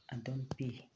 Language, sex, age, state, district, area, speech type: Manipuri, female, 60+, Manipur, Tengnoupal, rural, spontaneous